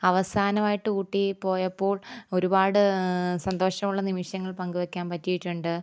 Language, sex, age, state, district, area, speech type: Malayalam, female, 30-45, Kerala, Kollam, rural, spontaneous